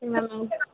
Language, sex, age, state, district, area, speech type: Tamil, female, 18-30, Tamil Nadu, Vellore, urban, conversation